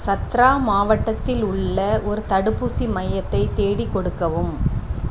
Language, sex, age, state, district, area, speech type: Tamil, female, 30-45, Tamil Nadu, Thoothukudi, rural, read